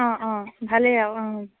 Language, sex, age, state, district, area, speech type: Assamese, female, 18-30, Assam, Sivasagar, rural, conversation